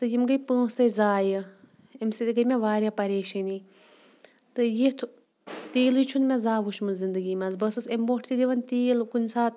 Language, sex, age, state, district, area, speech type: Kashmiri, female, 30-45, Jammu and Kashmir, Kulgam, rural, spontaneous